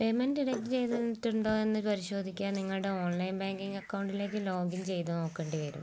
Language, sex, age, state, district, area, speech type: Malayalam, female, 30-45, Kerala, Kozhikode, rural, spontaneous